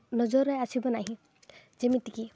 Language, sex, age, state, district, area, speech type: Odia, female, 18-30, Odisha, Nabarangpur, urban, spontaneous